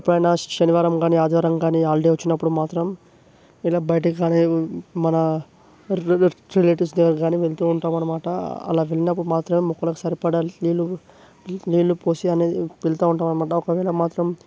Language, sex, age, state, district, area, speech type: Telugu, male, 18-30, Telangana, Vikarabad, urban, spontaneous